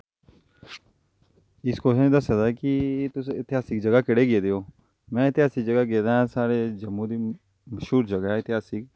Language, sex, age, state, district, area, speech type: Dogri, male, 30-45, Jammu and Kashmir, Jammu, rural, spontaneous